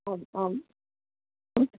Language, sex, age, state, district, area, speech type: Sanskrit, female, 30-45, Tamil Nadu, Chennai, urban, conversation